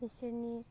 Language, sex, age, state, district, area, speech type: Bodo, female, 18-30, Assam, Baksa, rural, spontaneous